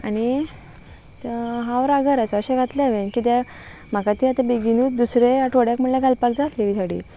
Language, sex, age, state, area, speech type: Goan Konkani, female, 18-30, Goa, rural, spontaneous